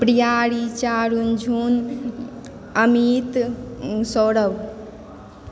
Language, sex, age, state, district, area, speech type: Maithili, female, 18-30, Bihar, Supaul, urban, spontaneous